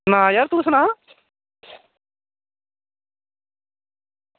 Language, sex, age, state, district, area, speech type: Dogri, male, 18-30, Jammu and Kashmir, Samba, rural, conversation